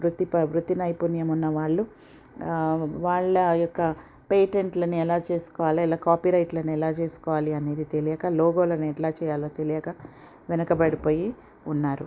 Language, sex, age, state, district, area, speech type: Telugu, female, 45-60, Telangana, Ranga Reddy, rural, spontaneous